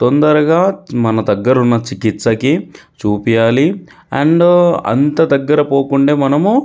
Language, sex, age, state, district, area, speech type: Telugu, male, 30-45, Telangana, Sangareddy, urban, spontaneous